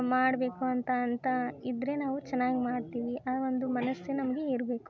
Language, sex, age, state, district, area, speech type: Kannada, female, 18-30, Karnataka, Koppal, urban, spontaneous